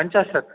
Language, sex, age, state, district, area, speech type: Sanskrit, male, 60+, Telangana, Hyderabad, urban, conversation